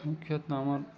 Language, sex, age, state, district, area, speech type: Odia, male, 30-45, Odisha, Nuapada, urban, spontaneous